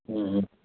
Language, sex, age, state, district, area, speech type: Sindhi, male, 60+, Gujarat, Kutch, rural, conversation